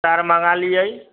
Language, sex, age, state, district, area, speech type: Maithili, male, 30-45, Bihar, Sitamarhi, urban, conversation